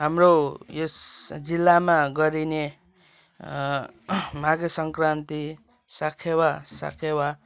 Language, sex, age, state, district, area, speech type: Nepali, male, 18-30, West Bengal, Kalimpong, rural, spontaneous